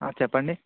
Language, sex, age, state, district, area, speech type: Telugu, male, 18-30, Telangana, Ranga Reddy, urban, conversation